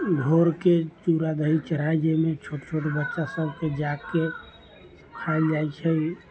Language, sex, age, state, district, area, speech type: Maithili, male, 30-45, Bihar, Sitamarhi, rural, spontaneous